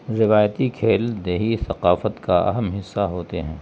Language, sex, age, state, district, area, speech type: Urdu, male, 45-60, Bihar, Gaya, rural, spontaneous